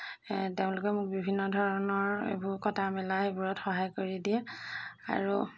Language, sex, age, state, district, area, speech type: Assamese, female, 45-60, Assam, Jorhat, urban, spontaneous